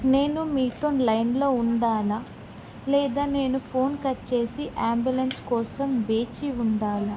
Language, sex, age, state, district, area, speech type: Telugu, female, 18-30, Telangana, Kamareddy, urban, spontaneous